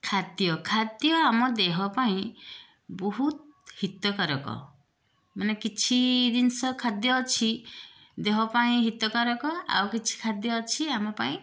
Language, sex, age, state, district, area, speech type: Odia, female, 45-60, Odisha, Puri, urban, spontaneous